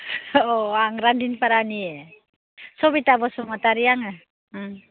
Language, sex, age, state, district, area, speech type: Bodo, female, 45-60, Assam, Baksa, rural, conversation